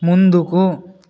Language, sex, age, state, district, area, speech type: Telugu, male, 18-30, Andhra Pradesh, Eluru, rural, read